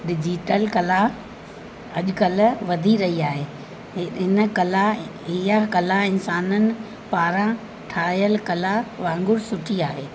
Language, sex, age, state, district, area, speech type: Sindhi, female, 60+, Uttar Pradesh, Lucknow, urban, spontaneous